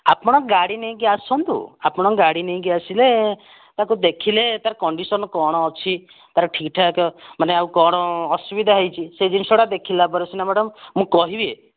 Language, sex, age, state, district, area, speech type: Odia, male, 60+, Odisha, Kandhamal, rural, conversation